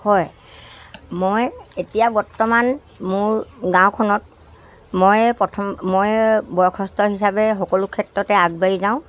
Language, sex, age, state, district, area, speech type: Assamese, male, 60+, Assam, Dibrugarh, rural, spontaneous